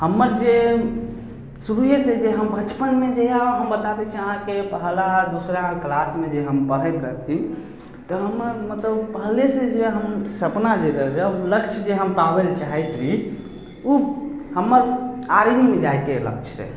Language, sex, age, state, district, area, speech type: Maithili, male, 18-30, Bihar, Samastipur, rural, spontaneous